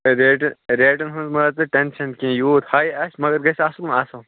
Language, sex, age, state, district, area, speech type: Kashmiri, male, 18-30, Jammu and Kashmir, Bandipora, rural, conversation